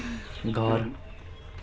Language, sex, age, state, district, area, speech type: Nepali, male, 30-45, West Bengal, Jalpaiguri, rural, read